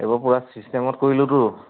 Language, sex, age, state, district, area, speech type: Assamese, male, 30-45, Assam, Charaideo, urban, conversation